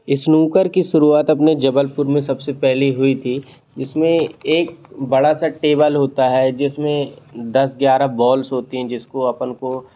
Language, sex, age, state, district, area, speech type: Hindi, male, 18-30, Madhya Pradesh, Jabalpur, urban, spontaneous